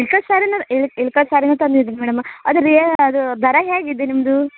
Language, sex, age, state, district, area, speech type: Kannada, female, 30-45, Karnataka, Uttara Kannada, rural, conversation